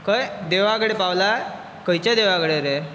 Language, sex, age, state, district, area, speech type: Goan Konkani, male, 18-30, Goa, Bardez, urban, spontaneous